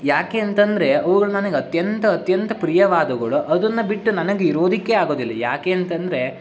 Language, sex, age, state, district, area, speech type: Kannada, male, 18-30, Karnataka, Shimoga, rural, spontaneous